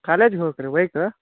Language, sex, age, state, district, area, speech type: Kannada, male, 30-45, Karnataka, Gadag, rural, conversation